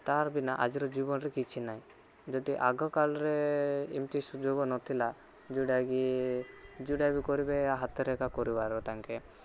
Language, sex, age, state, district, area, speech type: Odia, male, 18-30, Odisha, Rayagada, urban, spontaneous